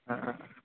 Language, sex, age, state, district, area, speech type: Bengali, male, 30-45, West Bengal, Kolkata, urban, conversation